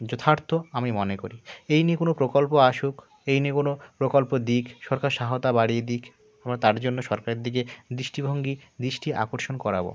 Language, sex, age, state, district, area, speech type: Bengali, male, 18-30, West Bengal, Birbhum, urban, spontaneous